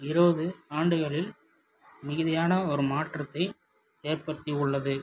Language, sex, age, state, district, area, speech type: Tamil, male, 30-45, Tamil Nadu, Viluppuram, rural, spontaneous